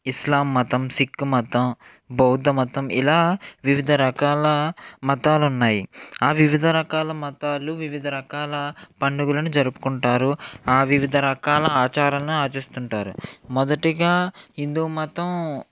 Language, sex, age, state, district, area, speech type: Telugu, male, 18-30, Andhra Pradesh, Eluru, rural, spontaneous